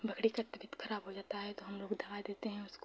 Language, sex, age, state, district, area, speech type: Hindi, female, 30-45, Uttar Pradesh, Chandauli, rural, spontaneous